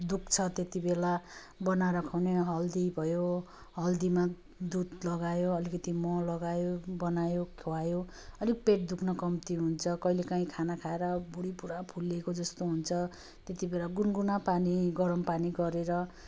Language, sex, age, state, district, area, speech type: Nepali, female, 30-45, West Bengal, Darjeeling, rural, spontaneous